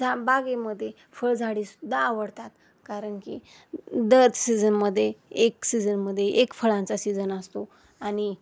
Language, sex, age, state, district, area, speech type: Marathi, female, 30-45, Maharashtra, Osmanabad, rural, spontaneous